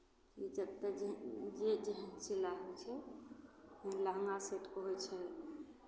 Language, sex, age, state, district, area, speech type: Maithili, female, 18-30, Bihar, Begusarai, rural, spontaneous